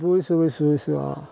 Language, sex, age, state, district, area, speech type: Assamese, male, 30-45, Assam, Golaghat, urban, spontaneous